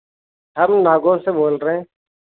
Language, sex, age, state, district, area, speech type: Hindi, male, 18-30, Rajasthan, Nagaur, rural, conversation